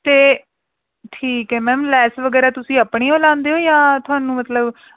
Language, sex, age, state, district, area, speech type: Punjabi, female, 18-30, Punjab, Rupnagar, rural, conversation